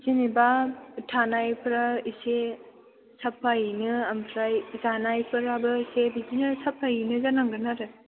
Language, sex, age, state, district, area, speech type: Bodo, female, 18-30, Assam, Chirang, urban, conversation